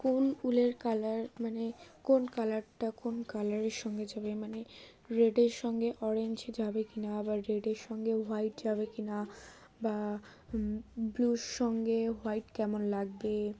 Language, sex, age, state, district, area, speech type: Bengali, female, 18-30, West Bengal, Darjeeling, urban, spontaneous